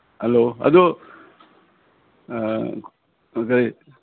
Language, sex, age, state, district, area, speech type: Manipuri, male, 60+, Manipur, Imphal East, rural, conversation